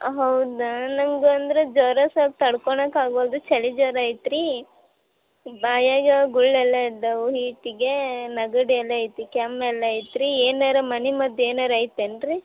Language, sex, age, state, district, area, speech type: Kannada, female, 18-30, Karnataka, Gadag, rural, conversation